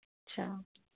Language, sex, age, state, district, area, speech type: Hindi, female, 30-45, Bihar, Samastipur, rural, conversation